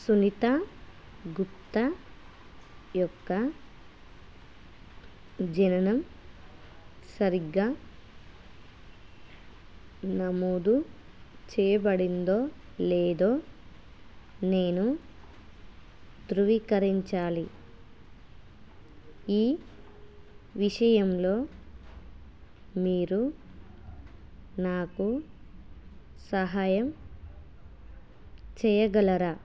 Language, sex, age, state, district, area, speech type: Telugu, female, 30-45, Telangana, Hanamkonda, rural, read